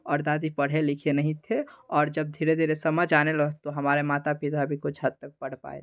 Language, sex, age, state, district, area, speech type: Hindi, male, 18-30, Bihar, Darbhanga, rural, spontaneous